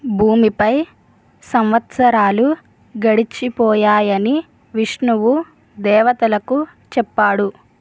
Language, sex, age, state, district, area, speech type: Telugu, female, 30-45, Andhra Pradesh, East Godavari, rural, read